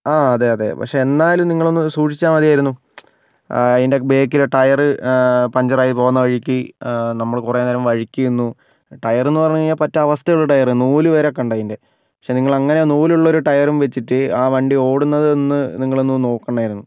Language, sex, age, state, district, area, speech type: Malayalam, male, 60+, Kerala, Wayanad, rural, spontaneous